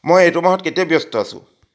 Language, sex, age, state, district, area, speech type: Assamese, male, 60+, Assam, Charaideo, rural, read